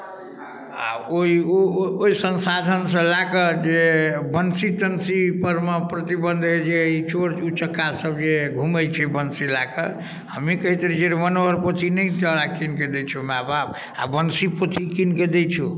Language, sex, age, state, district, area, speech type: Maithili, male, 45-60, Bihar, Darbhanga, rural, spontaneous